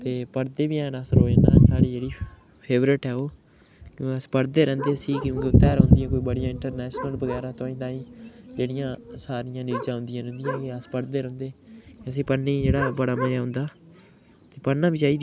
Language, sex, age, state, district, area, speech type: Dogri, male, 18-30, Jammu and Kashmir, Udhampur, rural, spontaneous